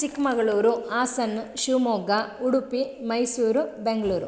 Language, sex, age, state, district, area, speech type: Kannada, female, 30-45, Karnataka, Chikkamagaluru, rural, spontaneous